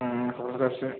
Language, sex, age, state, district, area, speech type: Bodo, male, 18-30, Assam, Kokrajhar, rural, conversation